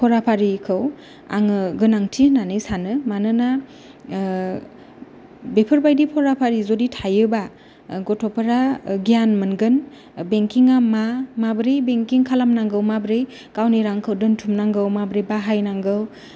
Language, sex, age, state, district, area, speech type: Bodo, female, 30-45, Assam, Kokrajhar, rural, spontaneous